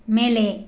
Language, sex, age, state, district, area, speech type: Tamil, female, 30-45, Tamil Nadu, Tirupattur, rural, read